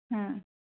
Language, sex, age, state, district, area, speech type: Assamese, female, 45-60, Assam, Kamrup Metropolitan, urban, conversation